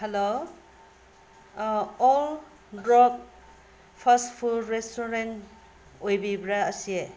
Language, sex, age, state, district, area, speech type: Manipuri, female, 45-60, Manipur, Senapati, rural, spontaneous